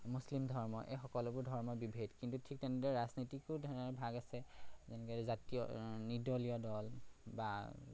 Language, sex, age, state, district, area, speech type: Assamese, male, 30-45, Assam, Majuli, urban, spontaneous